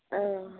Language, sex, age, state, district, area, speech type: Bodo, female, 30-45, Assam, Chirang, rural, conversation